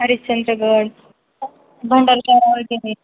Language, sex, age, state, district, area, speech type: Marathi, female, 18-30, Maharashtra, Ahmednagar, rural, conversation